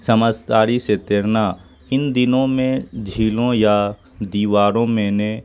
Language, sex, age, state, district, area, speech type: Urdu, male, 18-30, Bihar, Saharsa, urban, spontaneous